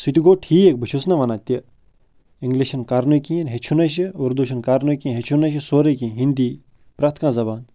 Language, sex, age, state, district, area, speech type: Kashmiri, male, 30-45, Jammu and Kashmir, Bandipora, rural, spontaneous